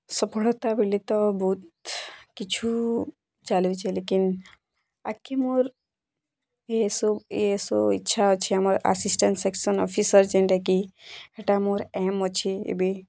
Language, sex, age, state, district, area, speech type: Odia, female, 18-30, Odisha, Bargarh, urban, spontaneous